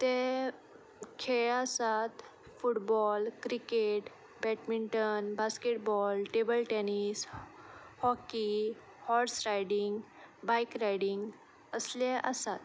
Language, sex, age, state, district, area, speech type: Goan Konkani, female, 18-30, Goa, Ponda, rural, spontaneous